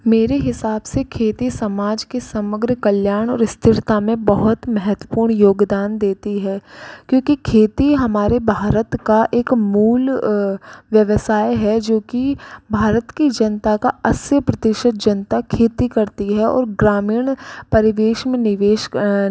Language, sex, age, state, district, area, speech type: Hindi, female, 18-30, Rajasthan, Jaipur, urban, spontaneous